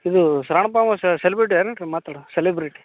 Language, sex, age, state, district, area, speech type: Kannada, male, 30-45, Karnataka, Raichur, rural, conversation